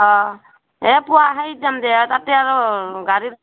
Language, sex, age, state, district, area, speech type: Assamese, female, 30-45, Assam, Barpeta, rural, conversation